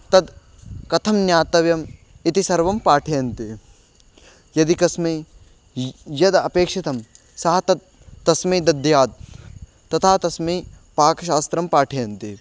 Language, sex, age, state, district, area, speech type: Sanskrit, male, 18-30, Delhi, Central Delhi, urban, spontaneous